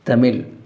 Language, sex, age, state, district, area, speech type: Tamil, male, 45-60, Tamil Nadu, Dharmapuri, rural, spontaneous